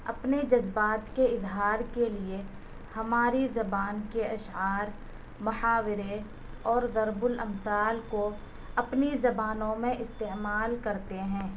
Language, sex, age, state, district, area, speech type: Urdu, female, 18-30, Delhi, South Delhi, urban, spontaneous